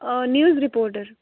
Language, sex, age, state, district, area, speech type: Kashmiri, female, 45-60, Jammu and Kashmir, Baramulla, rural, conversation